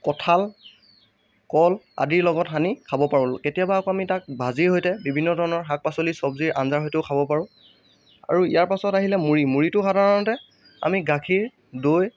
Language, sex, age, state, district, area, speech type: Assamese, male, 18-30, Assam, Lakhimpur, rural, spontaneous